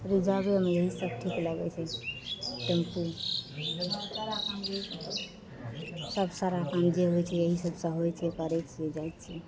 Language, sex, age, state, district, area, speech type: Maithili, female, 30-45, Bihar, Madhepura, rural, spontaneous